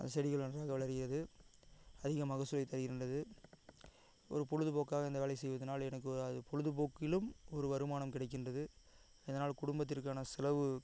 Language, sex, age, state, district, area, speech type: Tamil, male, 45-60, Tamil Nadu, Ariyalur, rural, spontaneous